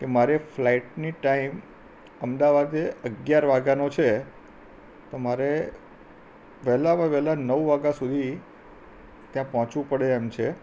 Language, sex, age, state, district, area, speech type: Gujarati, male, 45-60, Gujarat, Anand, urban, spontaneous